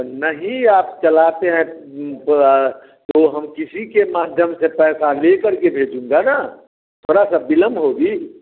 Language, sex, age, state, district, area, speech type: Hindi, male, 60+, Bihar, Samastipur, rural, conversation